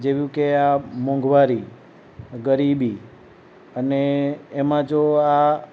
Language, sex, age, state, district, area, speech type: Gujarati, male, 45-60, Gujarat, Valsad, rural, spontaneous